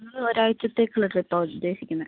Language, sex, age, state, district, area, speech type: Malayalam, female, 18-30, Kerala, Wayanad, rural, conversation